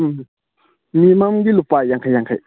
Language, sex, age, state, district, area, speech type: Manipuri, male, 30-45, Manipur, Kakching, rural, conversation